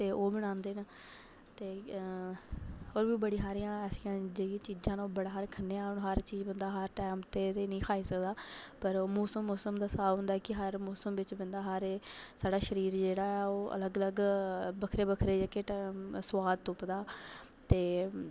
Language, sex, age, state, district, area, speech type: Dogri, female, 18-30, Jammu and Kashmir, Reasi, rural, spontaneous